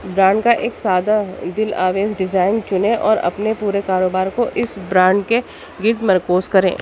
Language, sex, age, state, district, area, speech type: Urdu, female, 30-45, Delhi, East Delhi, urban, read